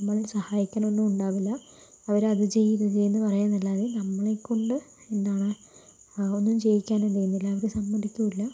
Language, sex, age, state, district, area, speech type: Malayalam, female, 30-45, Kerala, Palakkad, rural, spontaneous